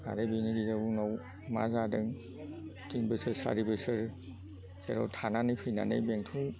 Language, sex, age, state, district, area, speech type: Bodo, male, 60+, Assam, Chirang, rural, spontaneous